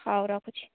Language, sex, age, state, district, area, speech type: Odia, female, 18-30, Odisha, Jagatsinghpur, rural, conversation